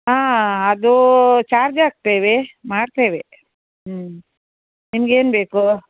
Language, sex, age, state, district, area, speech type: Kannada, female, 60+, Karnataka, Udupi, rural, conversation